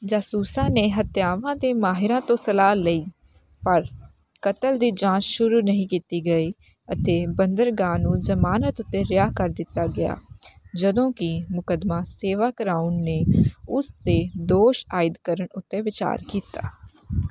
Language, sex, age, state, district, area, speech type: Punjabi, female, 18-30, Punjab, Hoshiarpur, rural, read